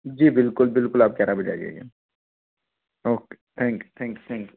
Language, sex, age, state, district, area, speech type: Hindi, male, 18-30, Madhya Pradesh, Ujjain, rural, conversation